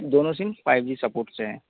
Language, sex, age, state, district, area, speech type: Hindi, male, 30-45, Madhya Pradesh, Bhopal, urban, conversation